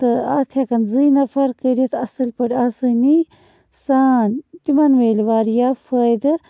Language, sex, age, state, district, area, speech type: Kashmiri, female, 60+, Jammu and Kashmir, Budgam, rural, spontaneous